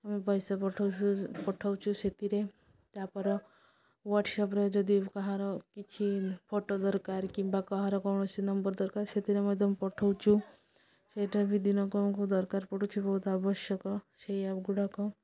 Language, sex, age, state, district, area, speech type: Odia, female, 30-45, Odisha, Malkangiri, urban, spontaneous